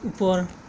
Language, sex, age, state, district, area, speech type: Assamese, male, 18-30, Assam, Darrang, rural, read